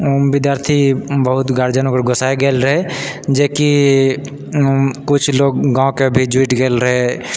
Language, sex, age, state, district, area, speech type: Maithili, male, 30-45, Bihar, Purnia, rural, spontaneous